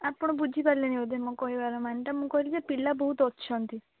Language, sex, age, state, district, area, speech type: Odia, female, 18-30, Odisha, Balasore, rural, conversation